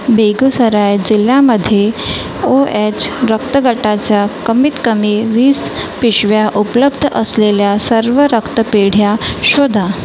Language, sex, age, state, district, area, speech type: Marathi, female, 18-30, Maharashtra, Nagpur, urban, read